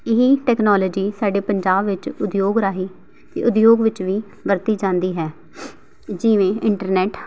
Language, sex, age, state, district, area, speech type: Punjabi, female, 18-30, Punjab, Patiala, urban, spontaneous